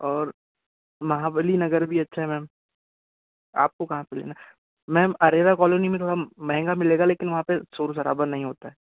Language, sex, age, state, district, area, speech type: Hindi, male, 18-30, Madhya Pradesh, Bhopal, rural, conversation